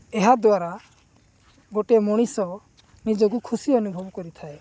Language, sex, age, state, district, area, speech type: Odia, male, 18-30, Odisha, Nabarangpur, urban, spontaneous